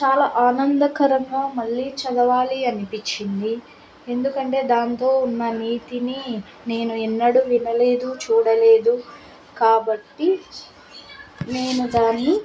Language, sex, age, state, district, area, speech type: Telugu, female, 18-30, Andhra Pradesh, Nandyal, rural, spontaneous